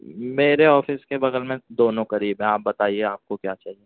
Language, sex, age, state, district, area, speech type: Urdu, male, 18-30, Uttar Pradesh, Balrampur, rural, conversation